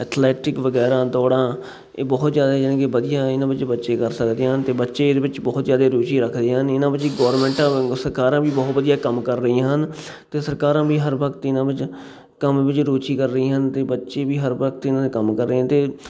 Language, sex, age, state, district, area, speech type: Punjabi, male, 30-45, Punjab, Shaheed Bhagat Singh Nagar, urban, spontaneous